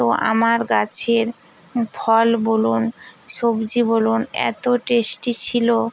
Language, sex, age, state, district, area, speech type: Bengali, female, 60+, West Bengal, Purba Medinipur, rural, spontaneous